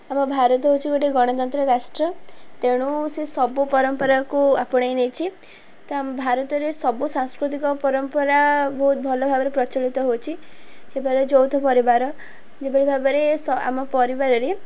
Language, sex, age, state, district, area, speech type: Odia, female, 18-30, Odisha, Ganjam, urban, spontaneous